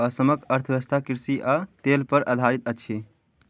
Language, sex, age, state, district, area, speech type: Maithili, male, 18-30, Bihar, Darbhanga, rural, read